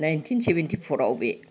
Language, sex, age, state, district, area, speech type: Bodo, female, 60+, Assam, Udalguri, urban, spontaneous